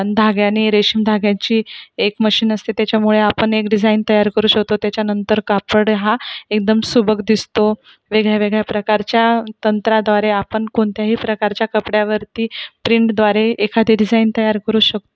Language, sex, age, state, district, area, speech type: Marathi, female, 30-45, Maharashtra, Buldhana, urban, spontaneous